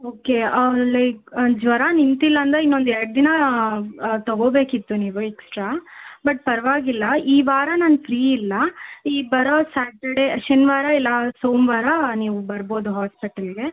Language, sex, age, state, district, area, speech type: Kannada, female, 18-30, Karnataka, Tumkur, urban, conversation